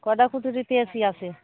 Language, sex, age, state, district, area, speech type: Bengali, female, 60+, West Bengal, Darjeeling, urban, conversation